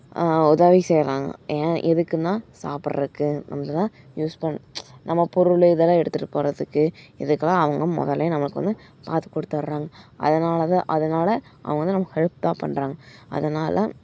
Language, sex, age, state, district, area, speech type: Tamil, female, 18-30, Tamil Nadu, Coimbatore, rural, spontaneous